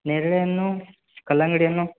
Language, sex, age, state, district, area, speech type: Kannada, male, 18-30, Karnataka, Bagalkot, rural, conversation